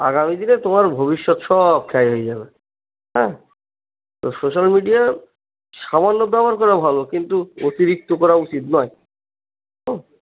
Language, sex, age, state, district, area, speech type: Bengali, male, 30-45, West Bengal, Cooch Behar, urban, conversation